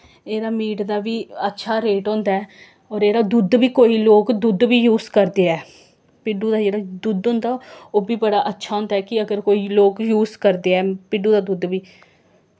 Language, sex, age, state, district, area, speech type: Dogri, female, 18-30, Jammu and Kashmir, Samba, rural, spontaneous